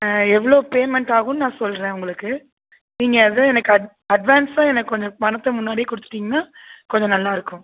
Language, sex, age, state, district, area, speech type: Tamil, female, 30-45, Tamil Nadu, Tiruchirappalli, rural, conversation